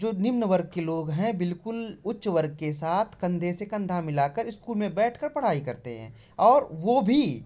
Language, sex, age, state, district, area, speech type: Hindi, male, 18-30, Uttar Pradesh, Prayagraj, urban, spontaneous